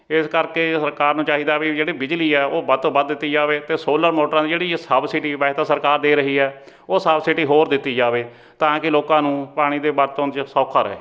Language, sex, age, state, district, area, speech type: Punjabi, male, 45-60, Punjab, Fatehgarh Sahib, rural, spontaneous